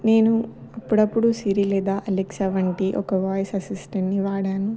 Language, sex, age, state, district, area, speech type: Telugu, female, 18-30, Telangana, Adilabad, urban, spontaneous